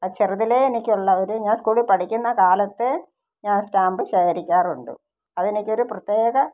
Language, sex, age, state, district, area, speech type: Malayalam, female, 45-60, Kerala, Thiruvananthapuram, rural, spontaneous